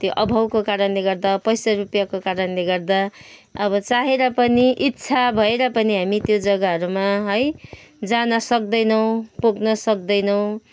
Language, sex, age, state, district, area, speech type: Nepali, female, 30-45, West Bengal, Kalimpong, rural, spontaneous